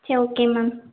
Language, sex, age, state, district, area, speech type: Tamil, female, 45-60, Tamil Nadu, Madurai, urban, conversation